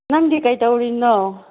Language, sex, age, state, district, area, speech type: Manipuri, female, 30-45, Manipur, Chandel, rural, conversation